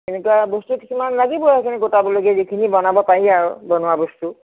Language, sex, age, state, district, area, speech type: Assamese, female, 60+, Assam, Lakhimpur, rural, conversation